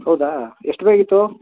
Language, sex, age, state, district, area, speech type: Kannada, male, 30-45, Karnataka, Mysore, rural, conversation